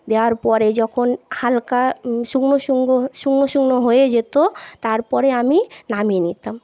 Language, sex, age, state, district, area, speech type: Bengali, female, 30-45, West Bengal, Paschim Medinipur, urban, spontaneous